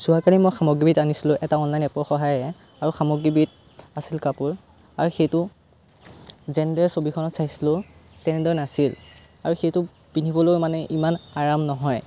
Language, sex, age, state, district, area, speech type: Assamese, male, 18-30, Assam, Sonitpur, rural, spontaneous